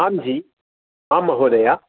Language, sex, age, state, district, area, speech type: Sanskrit, male, 60+, Tamil Nadu, Coimbatore, urban, conversation